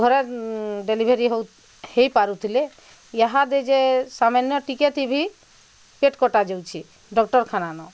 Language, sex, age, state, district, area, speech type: Odia, female, 45-60, Odisha, Bargarh, urban, spontaneous